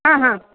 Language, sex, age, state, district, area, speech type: Marathi, female, 45-60, Maharashtra, Ahmednagar, rural, conversation